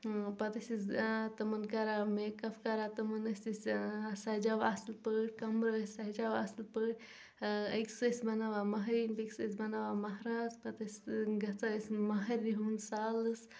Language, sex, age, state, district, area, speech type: Kashmiri, female, 18-30, Jammu and Kashmir, Bandipora, rural, spontaneous